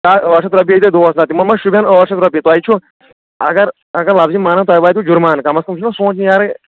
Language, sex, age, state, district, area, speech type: Kashmiri, male, 30-45, Jammu and Kashmir, Kulgam, urban, conversation